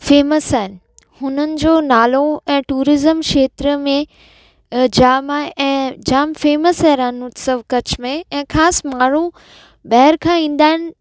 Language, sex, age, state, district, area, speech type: Sindhi, female, 30-45, Gujarat, Kutch, urban, spontaneous